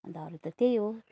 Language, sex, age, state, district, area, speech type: Nepali, female, 45-60, West Bengal, Darjeeling, rural, spontaneous